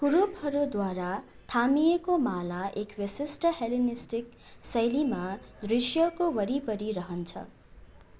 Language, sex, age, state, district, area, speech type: Nepali, female, 18-30, West Bengal, Darjeeling, rural, read